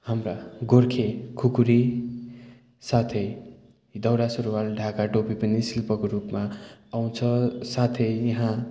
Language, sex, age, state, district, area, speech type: Nepali, male, 30-45, West Bengal, Darjeeling, rural, spontaneous